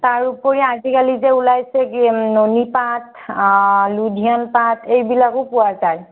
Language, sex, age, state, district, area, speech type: Assamese, female, 45-60, Assam, Nagaon, rural, conversation